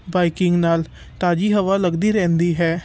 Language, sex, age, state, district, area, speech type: Punjabi, male, 18-30, Punjab, Patiala, urban, spontaneous